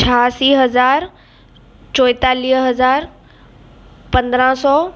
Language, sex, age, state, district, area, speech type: Sindhi, female, 18-30, Maharashtra, Mumbai Suburban, urban, spontaneous